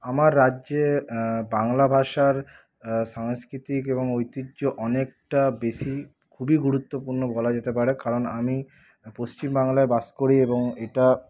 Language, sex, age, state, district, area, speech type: Bengali, male, 45-60, West Bengal, Paschim Bardhaman, rural, spontaneous